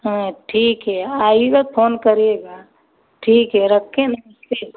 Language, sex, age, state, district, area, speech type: Hindi, female, 30-45, Uttar Pradesh, Ayodhya, rural, conversation